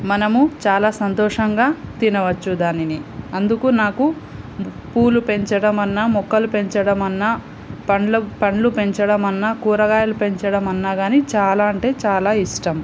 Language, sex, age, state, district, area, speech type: Telugu, female, 18-30, Andhra Pradesh, Nandyal, rural, spontaneous